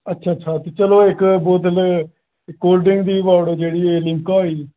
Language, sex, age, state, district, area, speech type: Dogri, male, 18-30, Jammu and Kashmir, Kathua, rural, conversation